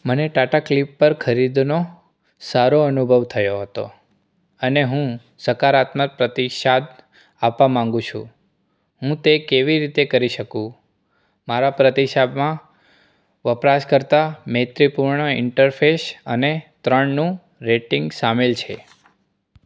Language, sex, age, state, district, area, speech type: Gujarati, male, 18-30, Gujarat, Surat, rural, read